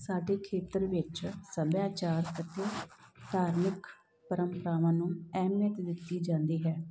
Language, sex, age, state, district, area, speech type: Punjabi, female, 30-45, Punjab, Tarn Taran, rural, spontaneous